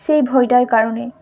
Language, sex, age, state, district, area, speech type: Bengali, female, 18-30, West Bengal, Malda, urban, spontaneous